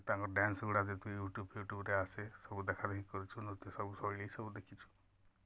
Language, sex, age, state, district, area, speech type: Odia, male, 45-60, Odisha, Kalahandi, rural, spontaneous